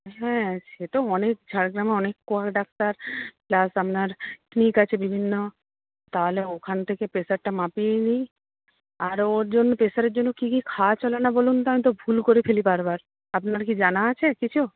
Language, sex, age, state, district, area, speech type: Bengali, female, 60+, West Bengal, Jhargram, rural, conversation